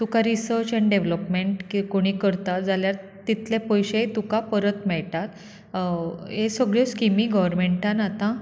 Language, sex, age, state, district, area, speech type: Goan Konkani, female, 30-45, Goa, Bardez, urban, spontaneous